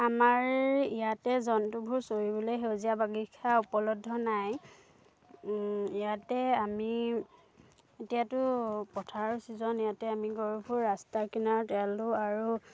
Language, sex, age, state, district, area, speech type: Assamese, female, 18-30, Assam, Dhemaji, urban, spontaneous